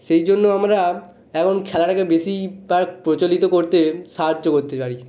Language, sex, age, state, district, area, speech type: Bengali, male, 18-30, West Bengal, North 24 Parganas, urban, spontaneous